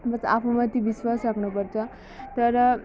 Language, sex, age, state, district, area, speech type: Nepali, female, 30-45, West Bengal, Alipurduar, urban, spontaneous